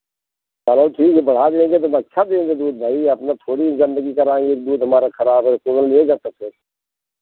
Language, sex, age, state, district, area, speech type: Hindi, male, 45-60, Uttar Pradesh, Pratapgarh, rural, conversation